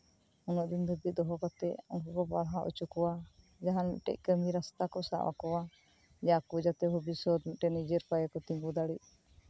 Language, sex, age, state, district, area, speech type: Santali, female, 30-45, West Bengal, Birbhum, rural, spontaneous